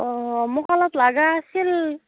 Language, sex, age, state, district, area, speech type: Assamese, female, 18-30, Assam, Darrang, rural, conversation